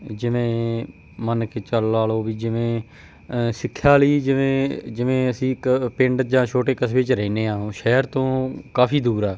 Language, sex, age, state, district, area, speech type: Punjabi, male, 30-45, Punjab, Bathinda, rural, spontaneous